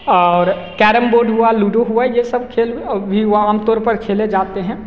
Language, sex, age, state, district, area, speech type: Hindi, male, 18-30, Bihar, Begusarai, rural, spontaneous